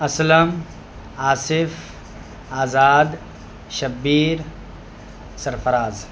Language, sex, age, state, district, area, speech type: Urdu, male, 30-45, Bihar, Saharsa, urban, spontaneous